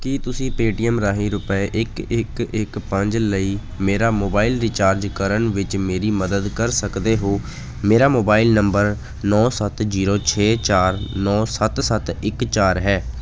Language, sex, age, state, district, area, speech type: Punjabi, male, 18-30, Punjab, Ludhiana, rural, read